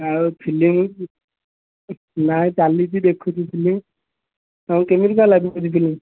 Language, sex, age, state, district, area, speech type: Odia, male, 18-30, Odisha, Jagatsinghpur, rural, conversation